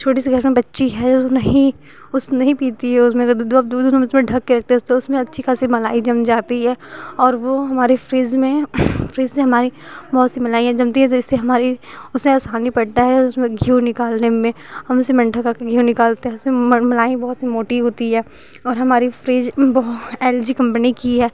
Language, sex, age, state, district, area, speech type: Hindi, female, 18-30, Uttar Pradesh, Ghazipur, rural, spontaneous